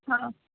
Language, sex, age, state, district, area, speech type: Punjabi, female, 18-30, Punjab, Gurdaspur, rural, conversation